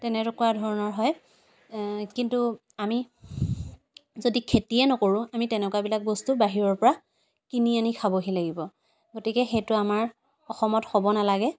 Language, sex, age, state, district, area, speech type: Assamese, female, 18-30, Assam, Sivasagar, rural, spontaneous